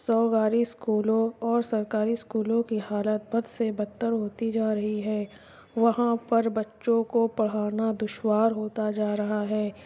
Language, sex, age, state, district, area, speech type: Urdu, female, 60+, Uttar Pradesh, Lucknow, rural, spontaneous